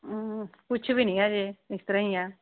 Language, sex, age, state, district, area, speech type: Punjabi, female, 30-45, Punjab, Pathankot, rural, conversation